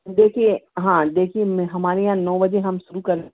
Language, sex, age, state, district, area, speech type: Hindi, female, 60+, Madhya Pradesh, Hoshangabad, urban, conversation